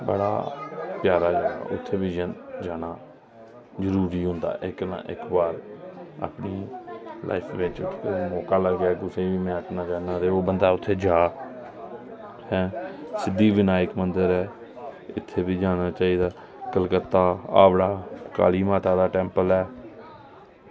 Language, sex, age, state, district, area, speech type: Dogri, male, 30-45, Jammu and Kashmir, Reasi, rural, spontaneous